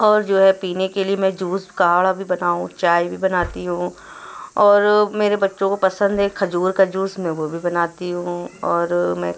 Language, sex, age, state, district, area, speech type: Urdu, female, 45-60, Uttar Pradesh, Lucknow, rural, spontaneous